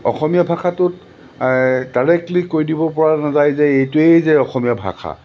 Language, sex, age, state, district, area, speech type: Assamese, male, 45-60, Assam, Lakhimpur, urban, spontaneous